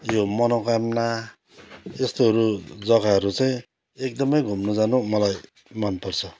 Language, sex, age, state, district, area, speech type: Nepali, male, 45-60, West Bengal, Kalimpong, rural, spontaneous